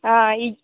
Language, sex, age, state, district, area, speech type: Goan Konkani, female, 18-30, Goa, Murmgao, rural, conversation